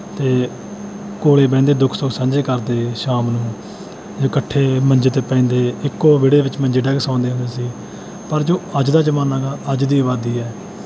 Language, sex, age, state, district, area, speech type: Punjabi, male, 18-30, Punjab, Bathinda, urban, spontaneous